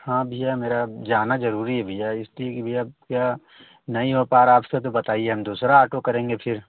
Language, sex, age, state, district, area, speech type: Hindi, male, 18-30, Uttar Pradesh, Varanasi, rural, conversation